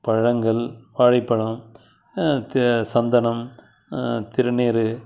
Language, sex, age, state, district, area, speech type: Tamil, male, 60+, Tamil Nadu, Krishnagiri, rural, spontaneous